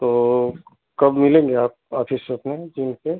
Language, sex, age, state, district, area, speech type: Hindi, male, 45-60, Uttar Pradesh, Chandauli, urban, conversation